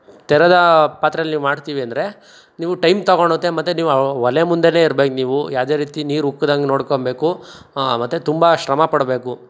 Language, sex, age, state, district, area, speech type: Kannada, male, 60+, Karnataka, Tumkur, rural, spontaneous